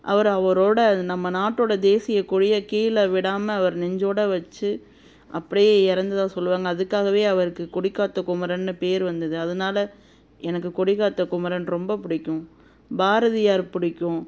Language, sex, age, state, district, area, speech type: Tamil, female, 30-45, Tamil Nadu, Madurai, urban, spontaneous